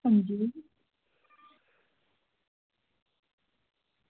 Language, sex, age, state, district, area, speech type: Dogri, female, 18-30, Jammu and Kashmir, Samba, rural, conversation